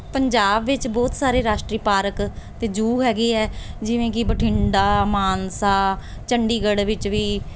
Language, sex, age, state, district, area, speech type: Punjabi, female, 30-45, Punjab, Mansa, urban, spontaneous